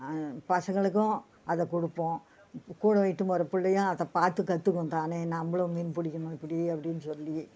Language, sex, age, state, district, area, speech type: Tamil, female, 60+, Tamil Nadu, Viluppuram, rural, spontaneous